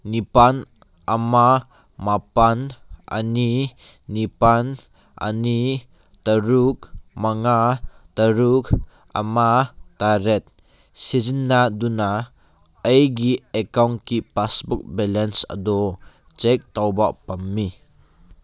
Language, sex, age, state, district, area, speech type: Manipuri, male, 18-30, Manipur, Kangpokpi, urban, read